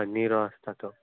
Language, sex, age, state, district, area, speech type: Goan Konkani, male, 18-30, Goa, Ponda, urban, conversation